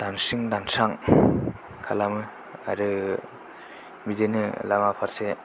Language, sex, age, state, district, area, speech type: Bodo, male, 18-30, Assam, Kokrajhar, urban, spontaneous